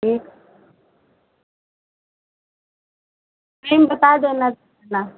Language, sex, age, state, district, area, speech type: Hindi, female, 45-60, Uttar Pradesh, Lucknow, rural, conversation